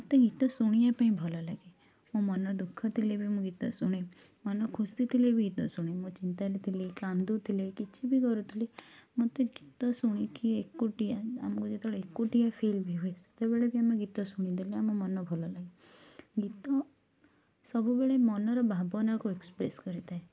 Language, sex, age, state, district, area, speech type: Odia, female, 18-30, Odisha, Kendujhar, urban, spontaneous